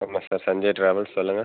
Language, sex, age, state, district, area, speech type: Tamil, male, 18-30, Tamil Nadu, Viluppuram, urban, conversation